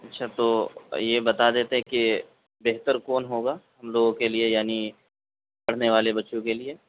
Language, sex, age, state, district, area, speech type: Urdu, male, 18-30, Uttar Pradesh, Saharanpur, urban, conversation